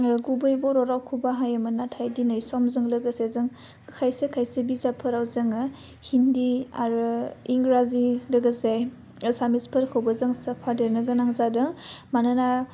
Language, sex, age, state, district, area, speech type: Bodo, female, 18-30, Assam, Udalguri, urban, spontaneous